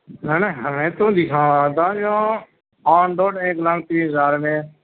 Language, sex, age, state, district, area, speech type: Urdu, male, 60+, Delhi, Central Delhi, rural, conversation